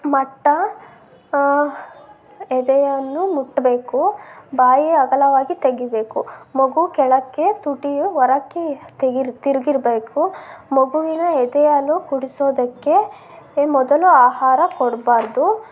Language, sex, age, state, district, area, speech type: Kannada, female, 30-45, Karnataka, Chitradurga, rural, spontaneous